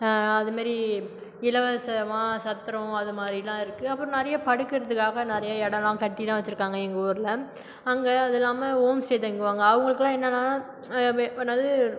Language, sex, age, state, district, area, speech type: Tamil, female, 30-45, Tamil Nadu, Cuddalore, rural, spontaneous